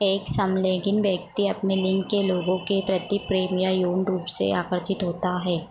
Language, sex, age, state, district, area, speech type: Hindi, female, 18-30, Madhya Pradesh, Harda, rural, read